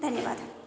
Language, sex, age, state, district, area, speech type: Dogri, female, 18-30, Jammu and Kashmir, Kathua, rural, spontaneous